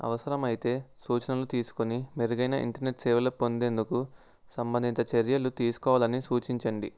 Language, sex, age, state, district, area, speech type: Telugu, male, 18-30, Andhra Pradesh, Nellore, rural, spontaneous